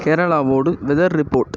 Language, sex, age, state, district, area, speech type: Tamil, male, 18-30, Tamil Nadu, Thoothukudi, rural, read